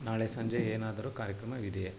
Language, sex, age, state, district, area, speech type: Kannada, male, 30-45, Karnataka, Mysore, urban, read